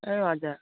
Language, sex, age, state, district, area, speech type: Nepali, female, 30-45, West Bengal, Darjeeling, urban, conversation